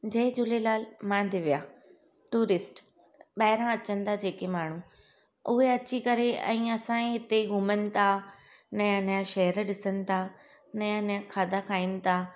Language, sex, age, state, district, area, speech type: Sindhi, female, 30-45, Gujarat, Surat, urban, spontaneous